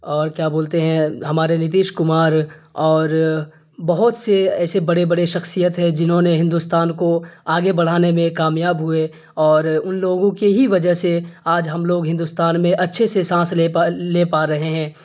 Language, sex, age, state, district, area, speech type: Urdu, male, 30-45, Bihar, Darbhanga, rural, spontaneous